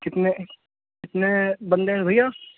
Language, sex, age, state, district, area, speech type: Urdu, male, 18-30, Delhi, East Delhi, urban, conversation